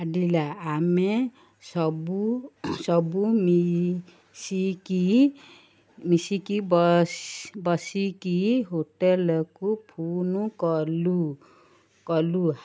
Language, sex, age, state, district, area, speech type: Odia, female, 30-45, Odisha, Ganjam, urban, spontaneous